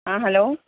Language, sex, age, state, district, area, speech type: Urdu, female, 18-30, Bihar, Gaya, urban, conversation